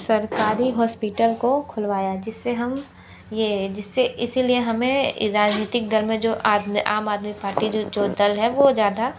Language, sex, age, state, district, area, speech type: Hindi, female, 18-30, Uttar Pradesh, Sonbhadra, rural, spontaneous